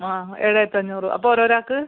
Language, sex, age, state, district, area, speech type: Malayalam, female, 30-45, Kerala, Kasaragod, rural, conversation